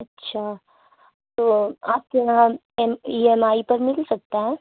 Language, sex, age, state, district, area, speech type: Urdu, female, 45-60, Uttar Pradesh, Lucknow, urban, conversation